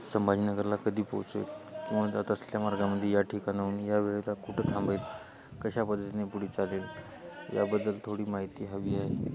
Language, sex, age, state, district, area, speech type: Marathi, male, 18-30, Maharashtra, Hingoli, urban, spontaneous